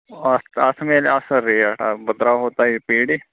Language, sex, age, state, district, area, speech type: Kashmiri, male, 45-60, Jammu and Kashmir, Srinagar, urban, conversation